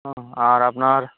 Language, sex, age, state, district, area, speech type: Bengali, male, 18-30, West Bengal, Uttar Dinajpur, rural, conversation